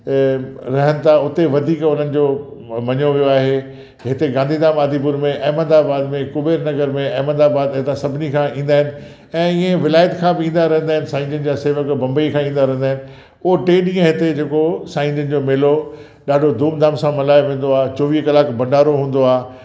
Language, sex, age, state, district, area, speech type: Sindhi, male, 60+, Gujarat, Kutch, urban, spontaneous